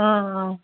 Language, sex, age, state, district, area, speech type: Assamese, female, 45-60, Assam, Sivasagar, rural, conversation